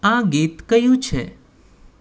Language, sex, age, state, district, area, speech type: Gujarati, male, 18-30, Gujarat, Anand, rural, read